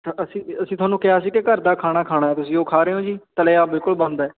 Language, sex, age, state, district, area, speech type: Punjabi, male, 18-30, Punjab, Patiala, urban, conversation